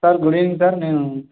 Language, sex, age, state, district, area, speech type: Telugu, male, 18-30, Andhra Pradesh, Nellore, urban, conversation